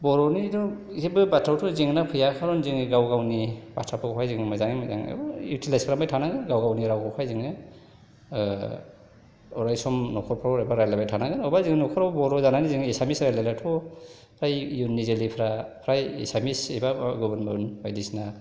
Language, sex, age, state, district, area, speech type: Bodo, male, 30-45, Assam, Chirang, rural, spontaneous